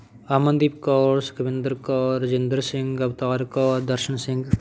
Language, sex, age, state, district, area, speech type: Punjabi, male, 30-45, Punjab, Patiala, urban, spontaneous